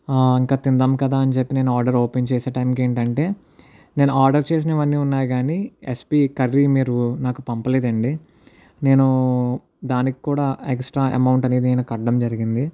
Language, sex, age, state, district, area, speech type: Telugu, male, 60+, Andhra Pradesh, Kakinada, rural, spontaneous